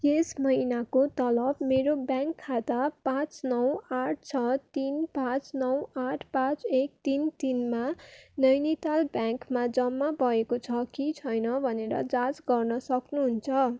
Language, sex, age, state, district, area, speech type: Nepali, female, 30-45, West Bengal, Darjeeling, rural, read